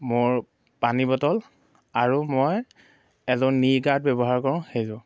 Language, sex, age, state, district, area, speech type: Assamese, male, 18-30, Assam, Majuli, urban, spontaneous